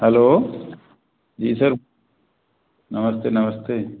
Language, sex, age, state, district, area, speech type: Hindi, male, 45-60, Madhya Pradesh, Gwalior, urban, conversation